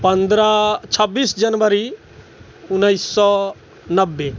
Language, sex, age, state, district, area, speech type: Maithili, male, 60+, Bihar, Sitamarhi, rural, spontaneous